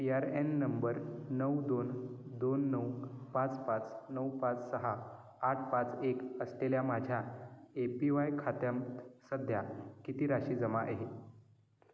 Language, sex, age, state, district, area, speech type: Marathi, male, 18-30, Maharashtra, Kolhapur, rural, read